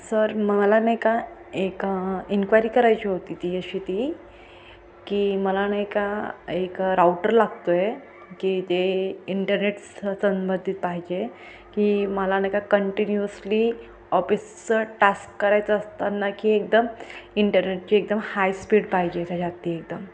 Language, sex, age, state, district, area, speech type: Marathi, female, 30-45, Maharashtra, Ahmednagar, urban, spontaneous